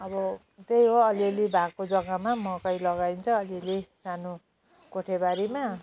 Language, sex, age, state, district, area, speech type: Nepali, female, 45-60, West Bengal, Jalpaiguri, rural, spontaneous